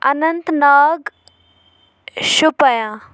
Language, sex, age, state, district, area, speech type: Kashmiri, female, 45-60, Jammu and Kashmir, Bandipora, rural, spontaneous